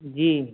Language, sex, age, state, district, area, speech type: Hindi, male, 18-30, Uttar Pradesh, Ghazipur, rural, conversation